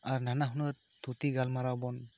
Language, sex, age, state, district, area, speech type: Santali, male, 30-45, West Bengal, Bankura, rural, spontaneous